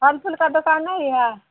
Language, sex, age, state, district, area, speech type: Hindi, female, 60+, Bihar, Samastipur, urban, conversation